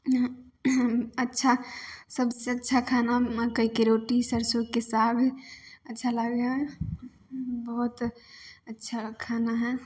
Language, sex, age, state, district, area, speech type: Maithili, female, 18-30, Bihar, Samastipur, urban, spontaneous